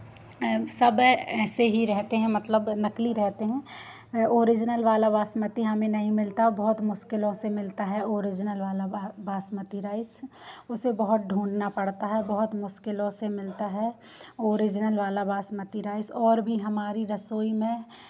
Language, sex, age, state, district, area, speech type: Hindi, female, 18-30, Madhya Pradesh, Seoni, urban, spontaneous